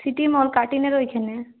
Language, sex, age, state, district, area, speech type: Bengali, female, 18-30, West Bengal, Purulia, urban, conversation